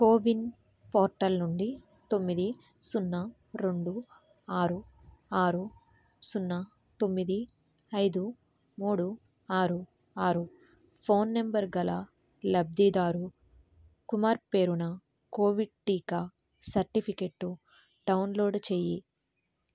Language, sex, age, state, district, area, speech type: Telugu, female, 18-30, Andhra Pradesh, N T Rama Rao, urban, read